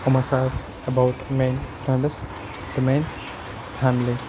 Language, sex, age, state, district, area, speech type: Kashmiri, male, 18-30, Jammu and Kashmir, Baramulla, rural, spontaneous